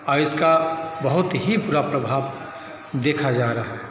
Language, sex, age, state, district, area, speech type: Hindi, male, 45-60, Bihar, Begusarai, rural, spontaneous